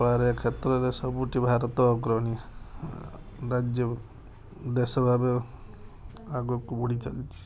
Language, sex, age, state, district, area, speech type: Odia, male, 45-60, Odisha, Balasore, rural, spontaneous